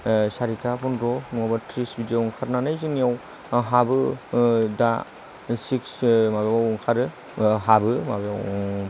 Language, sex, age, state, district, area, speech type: Bodo, male, 30-45, Assam, Kokrajhar, rural, spontaneous